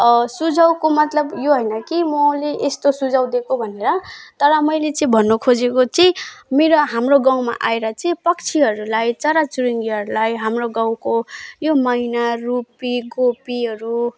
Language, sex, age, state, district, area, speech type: Nepali, female, 18-30, West Bengal, Alipurduar, urban, spontaneous